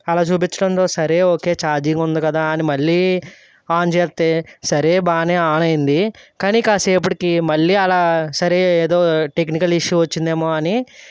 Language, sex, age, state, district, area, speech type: Telugu, male, 18-30, Andhra Pradesh, Eluru, rural, spontaneous